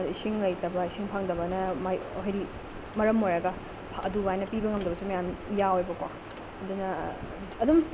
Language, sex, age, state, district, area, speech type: Manipuri, female, 18-30, Manipur, Bishnupur, rural, spontaneous